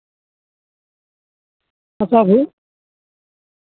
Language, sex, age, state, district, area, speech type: Santali, male, 45-60, Jharkhand, East Singhbhum, rural, conversation